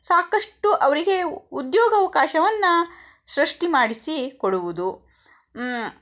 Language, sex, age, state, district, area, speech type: Kannada, female, 30-45, Karnataka, Shimoga, rural, spontaneous